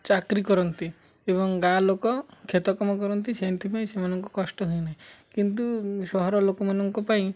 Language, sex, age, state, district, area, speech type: Odia, male, 45-60, Odisha, Malkangiri, urban, spontaneous